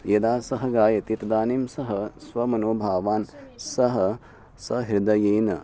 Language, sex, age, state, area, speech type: Sanskrit, male, 18-30, Uttarakhand, urban, spontaneous